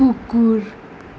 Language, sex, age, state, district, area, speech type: Assamese, male, 18-30, Assam, Nalbari, urban, read